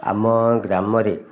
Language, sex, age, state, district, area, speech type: Odia, male, 45-60, Odisha, Ganjam, urban, spontaneous